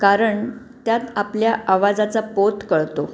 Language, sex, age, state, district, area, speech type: Marathi, female, 45-60, Maharashtra, Pune, urban, spontaneous